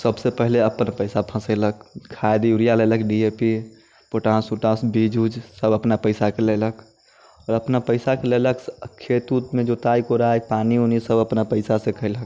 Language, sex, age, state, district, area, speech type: Maithili, male, 30-45, Bihar, Muzaffarpur, rural, spontaneous